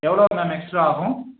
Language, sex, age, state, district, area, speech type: Tamil, male, 30-45, Tamil Nadu, Erode, rural, conversation